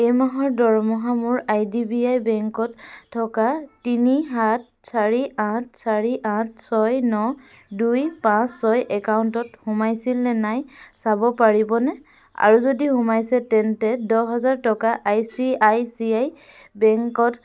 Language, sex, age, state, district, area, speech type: Assamese, female, 18-30, Assam, Dibrugarh, rural, read